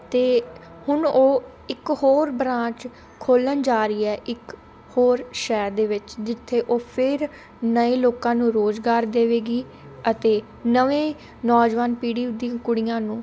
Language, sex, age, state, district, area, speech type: Punjabi, female, 18-30, Punjab, Shaheed Bhagat Singh Nagar, urban, spontaneous